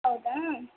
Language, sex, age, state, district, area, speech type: Kannada, female, 18-30, Karnataka, Chitradurga, rural, conversation